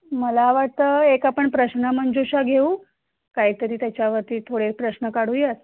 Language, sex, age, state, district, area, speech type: Marathi, female, 30-45, Maharashtra, Kolhapur, urban, conversation